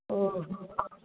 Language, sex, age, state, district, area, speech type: Odia, female, 18-30, Odisha, Jajpur, rural, conversation